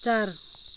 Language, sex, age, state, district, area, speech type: Nepali, female, 45-60, West Bengal, Kalimpong, rural, read